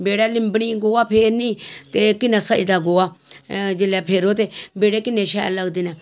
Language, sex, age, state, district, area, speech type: Dogri, female, 45-60, Jammu and Kashmir, Samba, rural, spontaneous